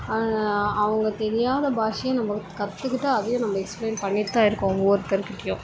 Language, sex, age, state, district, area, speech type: Tamil, female, 18-30, Tamil Nadu, Chennai, urban, spontaneous